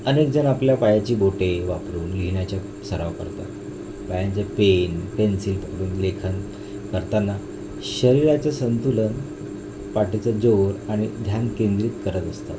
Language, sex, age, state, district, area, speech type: Marathi, male, 45-60, Maharashtra, Nagpur, urban, spontaneous